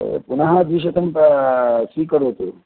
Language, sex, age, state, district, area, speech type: Sanskrit, male, 45-60, Karnataka, Udupi, rural, conversation